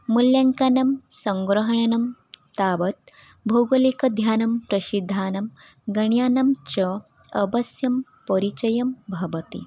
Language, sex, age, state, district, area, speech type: Sanskrit, female, 18-30, Odisha, Mayurbhanj, rural, spontaneous